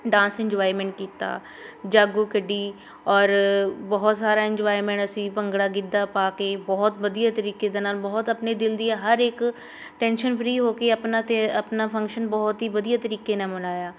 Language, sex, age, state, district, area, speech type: Punjabi, female, 30-45, Punjab, Shaheed Bhagat Singh Nagar, urban, spontaneous